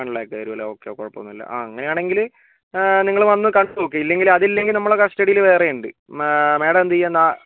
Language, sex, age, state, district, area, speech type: Malayalam, female, 18-30, Kerala, Kozhikode, urban, conversation